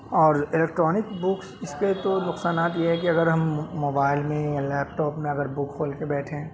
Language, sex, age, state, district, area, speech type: Urdu, male, 18-30, Delhi, North West Delhi, urban, spontaneous